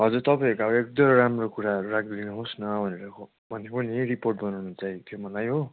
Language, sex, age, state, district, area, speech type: Nepali, male, 30-45, West Bengal, Darjeeling, rural, conversation